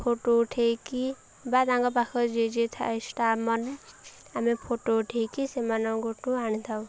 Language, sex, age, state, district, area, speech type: Odia, female, 18-30, Odisha, Koraput, urban, spontaneous